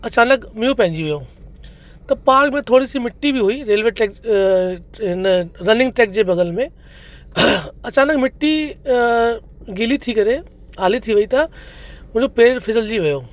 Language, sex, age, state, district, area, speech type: Sindhi, male, 30-45, Uttar Pradesh, Lucknow, rural, spontaneous